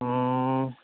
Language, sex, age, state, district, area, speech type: Odia, male, 45-60, Odisha, Nuapada, urban, conversation